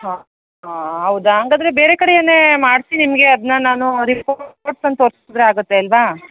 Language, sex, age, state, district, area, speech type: Kannada, female, 30-45, Karnataka, Mandya, rural, conversation